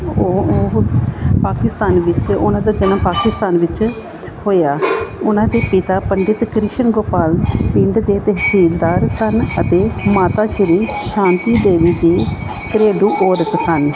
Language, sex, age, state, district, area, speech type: Punjabi, female, 45-60, Punjab, Gurdaspur, urban, spontaneous